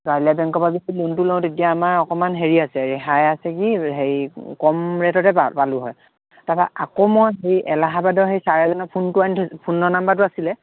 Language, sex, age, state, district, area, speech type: Assamese, male, 18-30, Assam, Dhemaji, rural, conversation